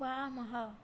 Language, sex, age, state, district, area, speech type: Sanskrit, female, 18-30, Odisha, Bhadrak, rural, read